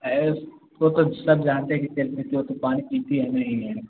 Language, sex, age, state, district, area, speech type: Hindi, male, 18-30, Uttar Pradesh, Azamgarh, rural, conversation